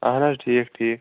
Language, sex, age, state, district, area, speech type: Kashmiri, female, 30-45, Jammu and Kashmir, Shopian, rural, conversation